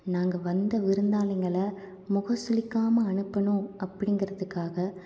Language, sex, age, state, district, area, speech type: Tamil, female, 18-30, Tamil Nadu, Tiruppur, rural, spontaneous